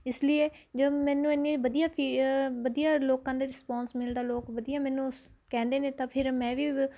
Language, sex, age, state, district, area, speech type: Punjabi, female, 30-45, Punjab, Barnala, rural, spontaneous